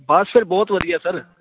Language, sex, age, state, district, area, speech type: Punjabi, male, 18-30, Punjab, Amritsar, urban, conversation